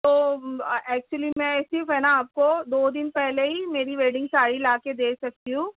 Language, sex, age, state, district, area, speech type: Urdu, female, 30-45, Maharashtra, Nashik, rural, conversation